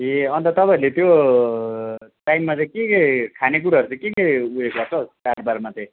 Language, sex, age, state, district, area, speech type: Nepali, male, 30-45, West Bengal, Kalimpong, rural, conversation